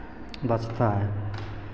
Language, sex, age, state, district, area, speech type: Maithili, male, 18-30, Bihar, Begusarai, rural, spontaneous